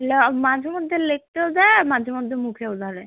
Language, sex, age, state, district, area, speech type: Bengali, female, 18-30, West Bengal, Alipurduar, rural, conversation